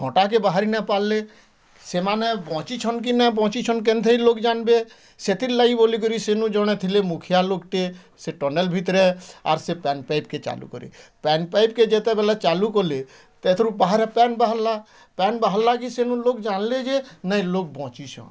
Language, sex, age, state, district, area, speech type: Odia, male, 60+, Odisha, Bargarh, urban, spontaneous